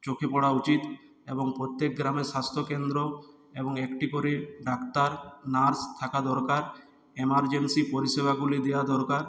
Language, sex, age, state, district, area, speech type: Bengali, male, 60+, West Bengal, Purulia, rural, spontaneous